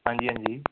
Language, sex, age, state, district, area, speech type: Punjabi, male, 18-30, Punjab, Fazilka, rural, conversation